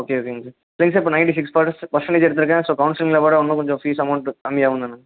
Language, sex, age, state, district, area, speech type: Tamil, male, 18-30, Tamil Nadu, Erode, rural, conversation